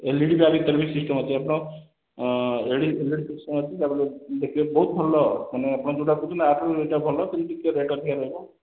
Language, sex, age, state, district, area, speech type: Odia, male, 30-45, Odisha, Khordha, rural, conversation